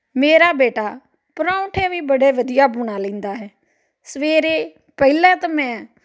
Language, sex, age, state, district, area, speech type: Punjabi, female, 45-60, Punjab, Amritsar, urban, spontaneous